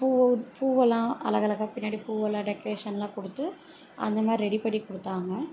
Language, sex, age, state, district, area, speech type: Tamil, female, 30-45, Tamil Nadu, Chennai, urban, spontaneous